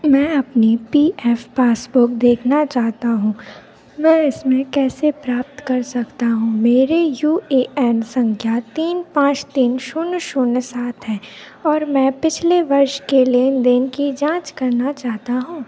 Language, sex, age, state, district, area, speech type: Hindi, female, 18-30, Madhya Pradesh, Narsinghpur, rural, read